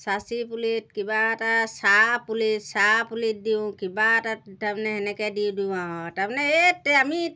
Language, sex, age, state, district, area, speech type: Assamese, female, 60+, Assam, Golaghat, rural, spontaneous